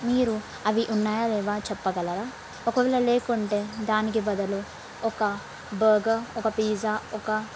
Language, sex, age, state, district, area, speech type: Telugu, female, 18-30, Telangana, Jangaon, urban, spontaneous